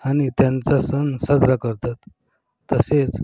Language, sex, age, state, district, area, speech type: Marathi, male, 45-60, Maharashtra, Yavatmal, rural, spontaneous